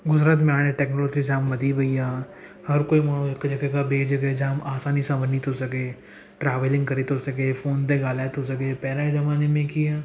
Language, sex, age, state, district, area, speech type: Sindhi, male, 18-30, Gujarat, Surat, urban, spontaneous